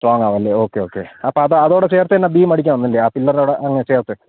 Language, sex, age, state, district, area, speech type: Malayalam, male, 30-45, Kerala, Thiruvananthapuram, urban, conversation